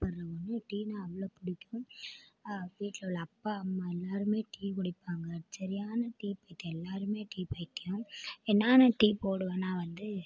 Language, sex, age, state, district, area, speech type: Tamil, female, 18-30, Tamil Nadu, Mayiladuthurai, urban, spontaneous